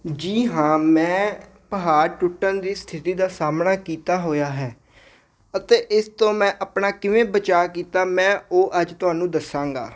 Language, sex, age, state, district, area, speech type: Punjabi, male, 18-30, Punjab, Hoshiarpur, rural, spontaneous